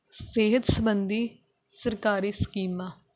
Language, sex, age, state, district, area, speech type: Punjabi, female, 18-30, Punjab, Rupnagar, rural, spontaneous